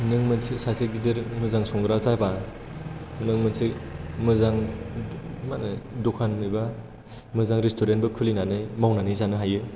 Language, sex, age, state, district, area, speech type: Bodo, male, 18-30, Assam, Chirang, rural, spontaneous